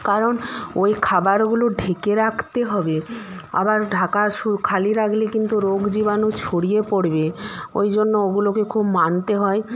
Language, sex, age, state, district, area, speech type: Bengali, female, 45-60, West Bengal, Nadia, rural, spontaneous